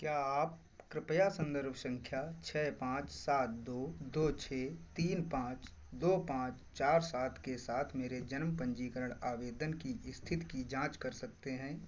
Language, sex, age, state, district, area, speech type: Hindi, male, 45-60, Uttar Pradesh, Sitapur, rural, read